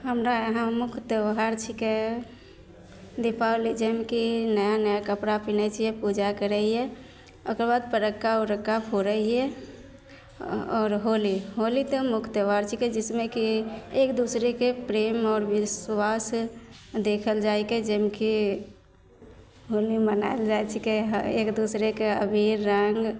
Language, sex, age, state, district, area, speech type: Maithili, female, 18-30, Bihar, Begusarai, rural, spontaneous